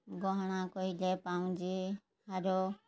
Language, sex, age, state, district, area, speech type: Odia, female, 30-45, Odisha, Mayurbhanj, rural, spontaneous